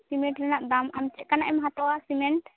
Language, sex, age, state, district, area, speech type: Santali, female, 18-30, West Bengal, Bankura, rural, conversation